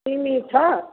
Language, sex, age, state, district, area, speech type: Nepali, female, 60+, West Bengal, Kalimpong, rural, conversation